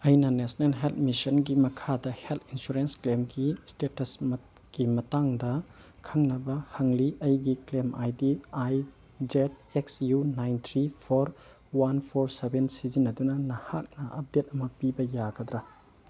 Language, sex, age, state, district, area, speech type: Manipuri, male, 30-45, Manipur, Churachandpur, rural, read